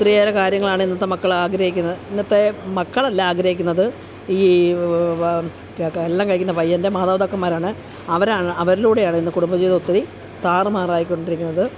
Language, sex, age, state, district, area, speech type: Malayalam, female, 45-60, Kerala, Kollam, rural, spontaneous